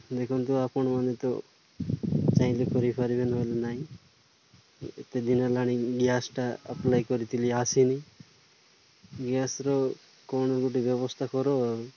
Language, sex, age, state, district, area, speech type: Odia, male, 30-45, Odisha, Nabarangpur, urban, spontaneous